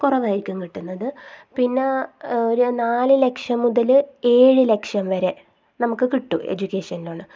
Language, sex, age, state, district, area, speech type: Malayalam, female, 30-45, Kerala, Kasaragod, rural, spontaneous